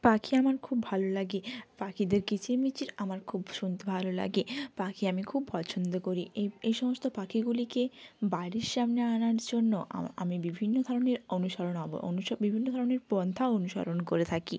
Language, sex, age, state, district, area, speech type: Bengali, female, 18-30, West Bengal, Jalpaiguri, rural, spontaneous